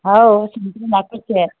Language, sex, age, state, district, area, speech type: Marathi, female, 30-45, Maharashtra, Nagpur, urban, conversation